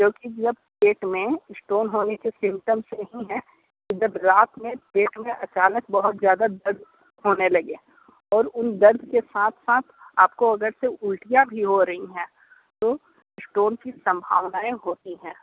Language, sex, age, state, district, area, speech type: Hindi, male, 60+, Uttar Pradesh, Sonbhadra, rural, conversation